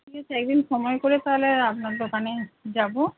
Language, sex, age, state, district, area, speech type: Bengali, female, 45-60, West Bengal, Hooghly, rural, conversation